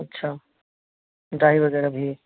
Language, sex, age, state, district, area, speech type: Hindi, male, 30-45, Bihar, Samastipur, urban, conversation